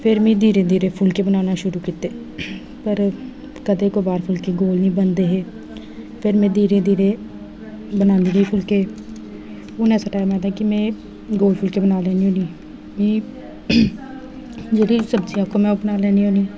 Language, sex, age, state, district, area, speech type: Dogri, female, 18-30, Jammu and Kashmir, Jammu, rural, spontaneous